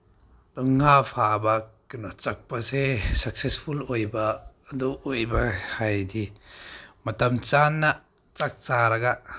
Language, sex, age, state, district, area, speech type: Manipuri, male, 30-45, Manipur, Senapati, rural, spontaneous